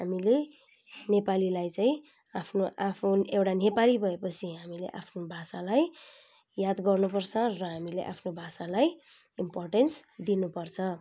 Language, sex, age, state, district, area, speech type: Nepali, female, 30-45, West Bengal, Kalimpong, rural, spontaneous